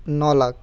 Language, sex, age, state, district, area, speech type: Hindi, male, 18-30, Madhya Pradesh, Bhopal, urban, spontaneous